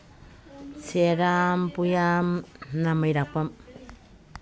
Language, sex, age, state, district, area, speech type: Manipuri, female, 60+, Manipur, Imphal East, rural, spontaneous